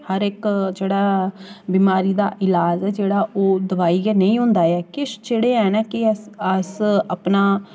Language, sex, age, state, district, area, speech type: Dogri, female, 18-30, Jammu and Kashmir, Jammu, rural, spontaneous